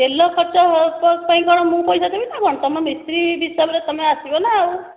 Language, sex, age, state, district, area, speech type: Odia, female, 30-45, Odisha, Khordha, rural, conversation